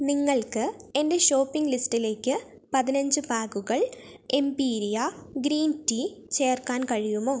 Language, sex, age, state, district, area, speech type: Malayalam, female, 18-30, Kerala, Wayanad, rural, read